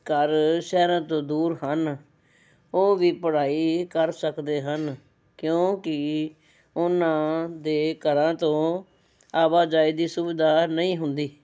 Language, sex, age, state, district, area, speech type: Punjabi, female, 60+, Punjab, Fazilka, rural, spontaneous